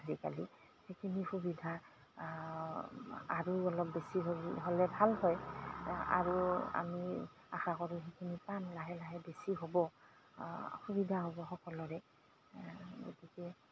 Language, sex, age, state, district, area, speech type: Assamese, female, 45-60, Assam, Goalpara, urban, spontaneous